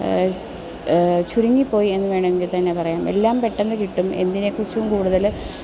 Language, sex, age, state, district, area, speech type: Malayalam, female, 30-45, Kerala, Alappuzha, urban, spontaneous